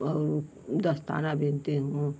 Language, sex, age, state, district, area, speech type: Hindi, female, 60+, Uttar Pradesh, Mau, rural, spontaneous